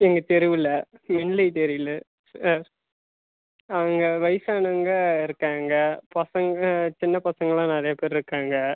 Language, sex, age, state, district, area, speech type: Tamil, male, 18-30, Tamil Nadu, Kallakurichi, rural, conversation